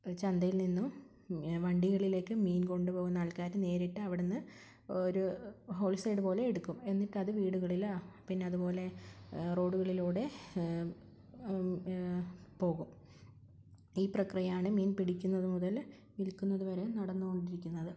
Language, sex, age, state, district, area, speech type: Malayalam, female, 45-60, Kerala, Wayanad, rural, spontaneous